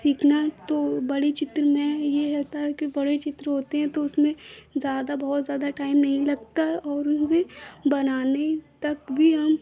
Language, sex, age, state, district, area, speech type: Hindi, female, 30-45, Uttar Pradesh, Lucknow, rural, spontaneous